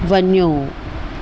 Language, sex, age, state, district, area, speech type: Sindhi, female, 30-45, Maharashtra, Thane, urban, read